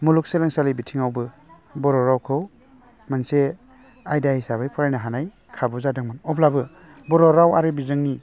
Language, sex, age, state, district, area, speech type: Bodo, male, 30-45, Assam, Baksa, urban, spontaneous